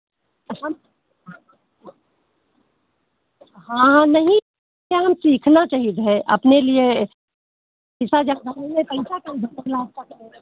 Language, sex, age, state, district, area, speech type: Hindi, female, 60+, Uttar Pradesh, Lucknow, rural, conversation